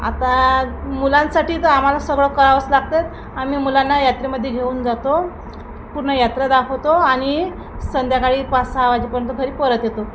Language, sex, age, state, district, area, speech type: Marathi, female, 30-45, Maharashtra, Thane, urban, spontaneous